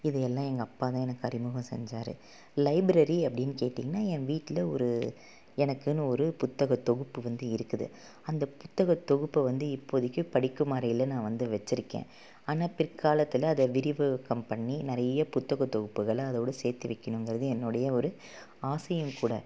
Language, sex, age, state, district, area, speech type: Tamil, female, 30-45, Tamil Nadu, Salem, urban, spontaneous